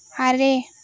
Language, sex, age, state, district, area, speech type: Santali, female, 18-30, West Bengal, Birbhum, rural, read